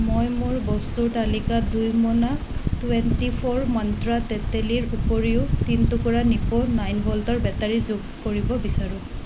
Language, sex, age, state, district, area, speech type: Assamese, female, 30-45, Assam, Nalbari, rural, read